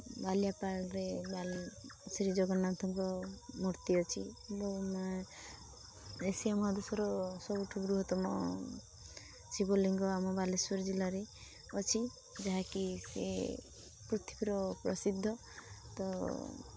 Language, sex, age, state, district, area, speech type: Odia, female, 18-30, Odisha, Balasore, rural, spontaneous